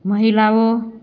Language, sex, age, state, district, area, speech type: Gujarati, female, 45-60, Gujarat, Amreli, rural, spontaneous